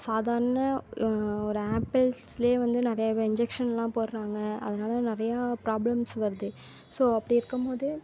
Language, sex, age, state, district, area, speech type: Tamil, female, 18-30, Tamil Nadu, Thanjavur, rural, spontaneous